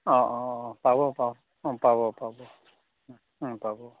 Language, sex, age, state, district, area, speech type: Assamese, male, 45-60, Assam, Dhemaji, rural, conversation